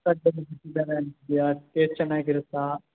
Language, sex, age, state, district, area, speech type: Kannada, male, 18-30, Karnataka, Bangalore Urban, urban, conversation